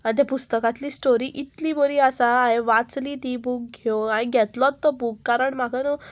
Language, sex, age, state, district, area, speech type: Goan Konkani, female, 18-30, Goa, Murmgao, rural, spontaneous